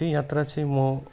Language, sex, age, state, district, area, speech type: Nepali, male, 30-45, West Bengal, Alipurduar, urban, spontaneous